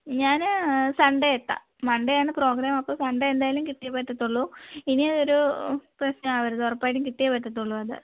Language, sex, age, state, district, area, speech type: Malayalam, female, 30-45, Kerala, Thiruvananthapuram, rural, conversation